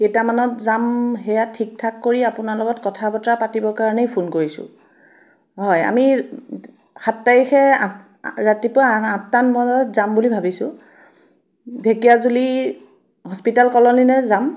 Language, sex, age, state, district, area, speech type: Assamese, female, 30-45, Assam, Biswanath, rural, spontaneous